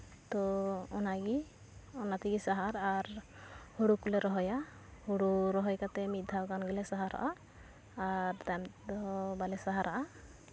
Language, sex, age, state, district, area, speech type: Santali, female, 18-30, West Bengal, Uttar Dinajpur, rural, spontaneous